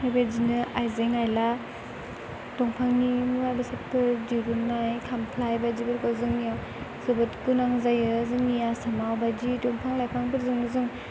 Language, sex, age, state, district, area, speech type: Bodo, female, 18-30, Assam, Chirang, urban, spontaneous